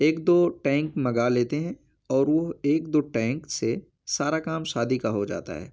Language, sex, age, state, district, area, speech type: Urdu, male, 18-30, Uttar Pradesh, Ghaziabad, urban, spontaneous